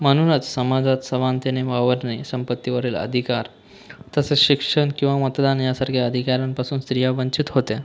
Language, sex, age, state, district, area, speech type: Marathi, male, 18-30, Maharashtra, Buldhana, rural, spontaneous